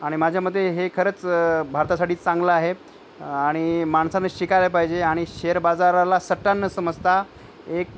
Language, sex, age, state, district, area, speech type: Marathi, male, 45-60, Maharashtra, Nanded, rural, spontaneous